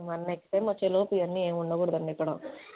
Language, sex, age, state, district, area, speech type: Telugu, female, 18-30, Andhra Pradesh, Nellore, urban, conversation